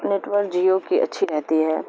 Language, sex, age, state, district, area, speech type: Urdu, female, 45-60, Bihar, Supaul, rural, spontaneous